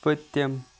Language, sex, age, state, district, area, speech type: Kashmiri, male, 30-45, Jammu and Kashmir, Kupwara, rural, read